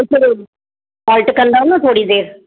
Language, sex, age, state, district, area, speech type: Sindhi, female, 60+, Maharashtra, Mumbai Suburban, urban, conversation